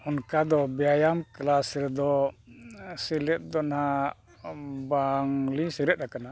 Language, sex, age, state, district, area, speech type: Santali, male, 60+, Jharkhand, East Singhbhum, rural, spontaneous